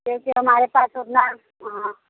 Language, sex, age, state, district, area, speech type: Hindi, female, 45-60, Uttar Pradesh, Mirzapur, rural, conversation